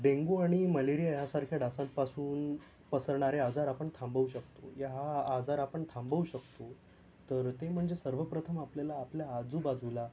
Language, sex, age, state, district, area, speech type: Marathi, male, 30-45, Maharashtra, Yavatmal, urban, spontaneous